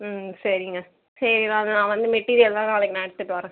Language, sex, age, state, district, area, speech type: Tamil, female, 18-30, Tamil Nadu, Viluppuram, rural, conversation